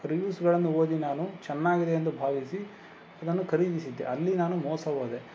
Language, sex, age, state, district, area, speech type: Kannada, male, 18-30, Karnataka, Davanagere, urban, spontaneous